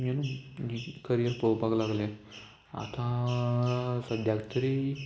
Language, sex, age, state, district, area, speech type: Goan Konkani, male, 18-30, Goa, Murmgao, rural, spontaneous